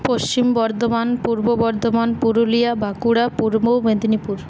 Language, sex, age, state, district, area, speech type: Bengali, female, 18-30, West Bengal, Paschim Bardhaman, urban, spontaneous